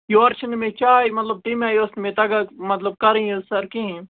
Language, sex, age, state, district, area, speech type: Kashmiri, male, 18-30, Jammu and Kashmir, Baramulla, rural, conversation